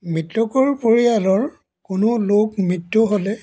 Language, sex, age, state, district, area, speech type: Assamese, male, 60+, Assam, Dibrugarh, rural, spontaneous